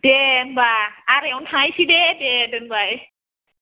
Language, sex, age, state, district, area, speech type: Bodo, female, 60+, Assam, Chirang, rural, conversation